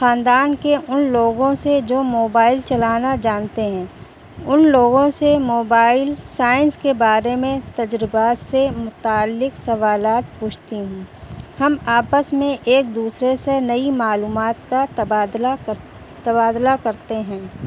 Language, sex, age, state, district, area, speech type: Urdu, female, 30-45, Uttar Pradesh, Shahjahanpur, urban, spontaneous